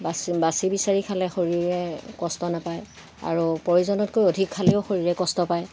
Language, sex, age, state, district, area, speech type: Assamese, female, 60+, Assam, Golaghat, rural, spontaneous